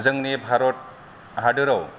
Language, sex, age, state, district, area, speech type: Bodo, male, 30-45, Assam, Kokrajhar, rural, spontaneous